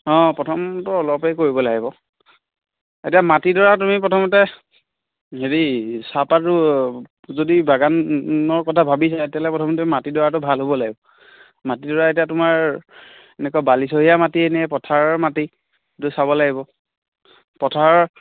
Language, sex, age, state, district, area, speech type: Assamese, male, 30-45, Assam, Biswanath, rural, conversation